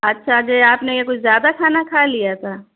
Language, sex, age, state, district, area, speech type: Urdu, female, 30-45, Uttar Pradesh, Shahjahanpur, urban, conversation